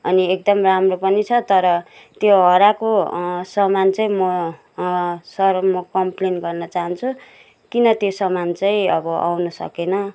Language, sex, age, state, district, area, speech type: Nepali, female, 60+, West Bengal, Kalimpong, rural, spontaneous